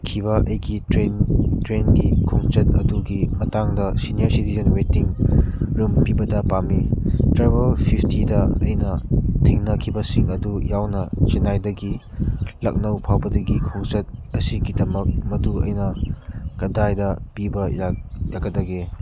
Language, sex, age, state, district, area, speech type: Manipuri, male, 30-45, Manipur, Churachandpur, rural, read